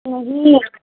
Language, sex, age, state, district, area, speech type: Urdu, female, 30-45, Bihar, Darbhanga, rural, conversation